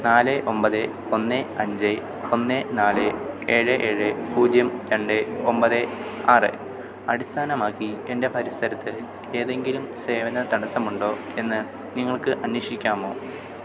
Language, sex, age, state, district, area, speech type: Malayalam, male, 18-30, Kerala, Idukki, rural, read